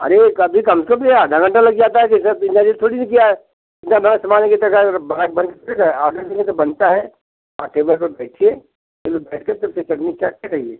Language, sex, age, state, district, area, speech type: Hindi, male, 60+, Uttar Pradesh, Bhadohi, rural, conversation